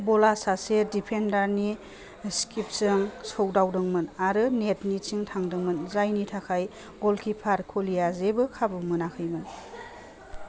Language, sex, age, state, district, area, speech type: Bodo, female, 30-45, Assam, Kokrajhar, rural, read